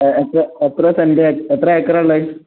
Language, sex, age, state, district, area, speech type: Malayalam, male, 18-30, Kerala, Malappuram, rural, conversation